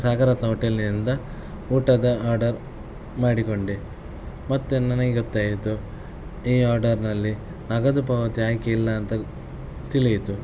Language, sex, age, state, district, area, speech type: Kannada, male, 18-30, Karnataka, Shimoga, rural, spontaneous